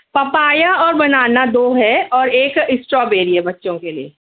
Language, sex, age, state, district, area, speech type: Urdu, female, 30-45, Maharashtra, Nashik, urban, conversation